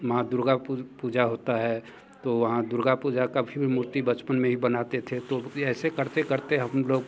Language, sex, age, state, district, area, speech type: Hindi, male, 30-45, Bihar, Muzaffarpur, rural, spontaneous